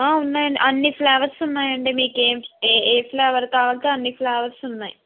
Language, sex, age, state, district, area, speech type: Telugu, female, 60+, Andhra Pradesh, Eluru, urban, conversation